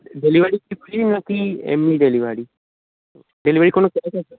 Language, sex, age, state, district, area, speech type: Bengali, male, 18-30, West Bengal, Dakshin Dinajpur, urban, conversation